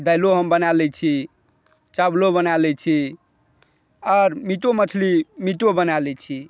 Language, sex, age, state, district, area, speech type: Maithili, male, 45-60, Bihar, Saharsa, urban, spontaneous